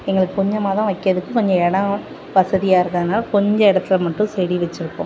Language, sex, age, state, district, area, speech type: Tamil, female, 30-45, Tamil Nadu, Thoothukudi, urban, spontaneous